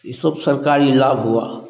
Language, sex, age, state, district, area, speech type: Hindi, male, 60+, Bihar, Begusarai, rural, spontaneous